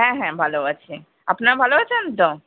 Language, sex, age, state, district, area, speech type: Bengali, female, 30-45, West Bengal, Kolkata, urban, conversation